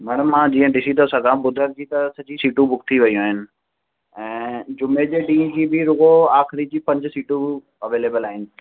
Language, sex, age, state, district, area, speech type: Sindhi, male, 18-30, Delhi, South Delhi, urban, conversation